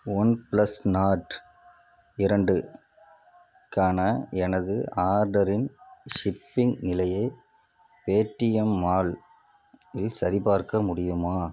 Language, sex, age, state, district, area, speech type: Tamil, male, 30-45, Tamil Nadu, Nagapattinam, rural, read